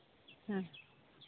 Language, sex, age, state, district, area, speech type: Santali, female, 18-30, West Bengal, Malda, rural, conversation